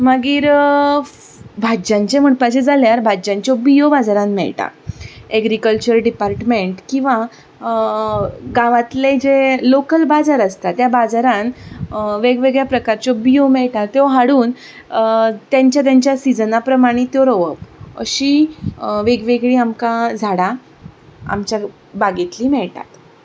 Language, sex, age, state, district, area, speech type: Goan Konkani, female, 30-45, Goa, Ponda, rural, spontaneous